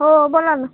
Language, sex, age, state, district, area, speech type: Marathi, female, 18-30, Maharashtra, Hingoli, urban, conversation